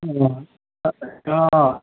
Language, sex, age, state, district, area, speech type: Hindi, male, 60+, Bihar, Madhepura, rural, conversation